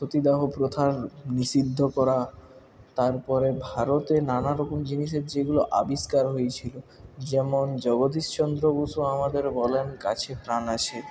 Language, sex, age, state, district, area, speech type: Bengali, male, 18-30, West Bengal, Purulia, urban, spontaneous